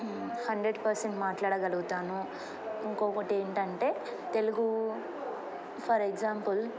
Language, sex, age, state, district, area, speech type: Telugu, female, 30-45, Telangana, Ranga Reddy, urban, spontaneous